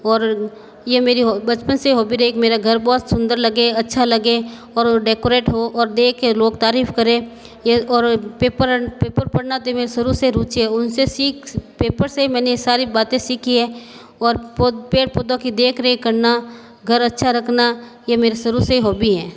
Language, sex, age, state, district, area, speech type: Hindi, female, 60+, Rajasthan, Jodhpur, urban, spontaneous